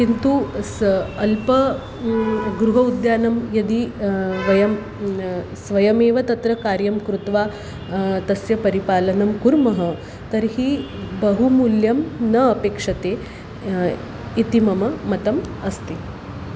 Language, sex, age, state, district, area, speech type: Sanskrit, female, 30-45, Maharashtra, Nagpur, urban, spontaneous